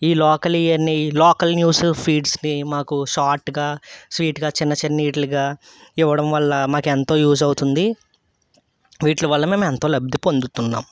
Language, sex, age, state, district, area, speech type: Telugu, male, 18-30, Andhra Pradesh, Eluru, rural, spontaneous